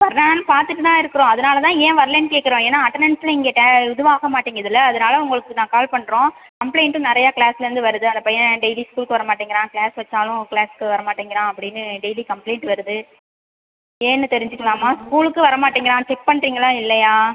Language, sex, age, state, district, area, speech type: Tamil, female, 18-30, Tamil Nadu, Pudukkottai, rural, conversation